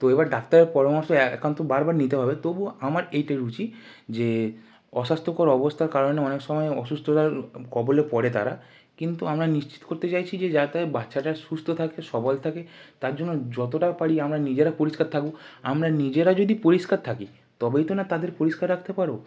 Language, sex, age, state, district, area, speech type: Bengali, male, 18-30, West Bengal, North 24 Parganas, urban, spontaneous